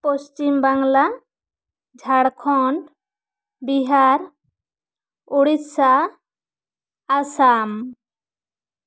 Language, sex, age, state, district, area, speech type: Santali, female, 18-30, West Bengal, Bankura, rural, spontaneous